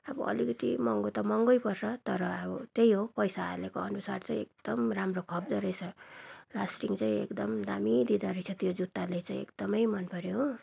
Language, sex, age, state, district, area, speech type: Nepali, female, 30-45, West Bengal, Darjeeling, rural, spontaneous